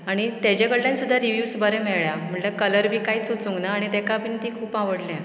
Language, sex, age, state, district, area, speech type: Goan Konkani, female, 30-45, Goa, Ponda, rural, spontaneous